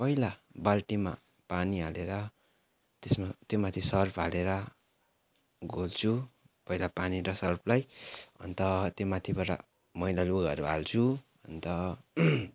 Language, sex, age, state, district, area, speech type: Nepali, male, 18-30, West Bengal, Jalpaiguri, urban, spontaneous